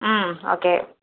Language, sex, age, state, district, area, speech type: Tamil, female, 18-30, Tamil Nadu, Tiruvallur, urban, conversation